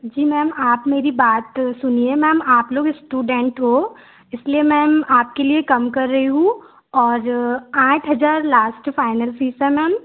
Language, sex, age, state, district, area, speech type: Hindi, female, 18-30, Madhya Pradesh, Betul, rural, conversation